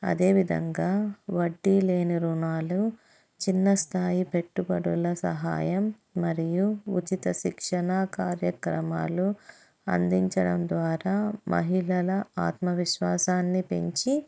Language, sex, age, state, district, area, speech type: Telugu, female, 30-45, Andhra Pradesh, Anantapur, urban, spontaneous